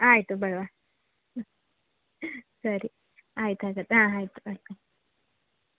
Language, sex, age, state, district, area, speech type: Kannada, female, 30-45, Karnataka, Udupi, rural, conversation